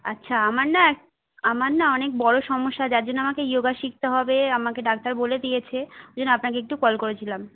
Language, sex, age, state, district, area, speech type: Bengali, female, 30-45, West Bengal, Jhargram, rural, conversation